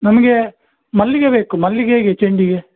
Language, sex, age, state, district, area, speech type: Kannada, male, 60+, Karnataka, Dakshina Kannada, rural, conversation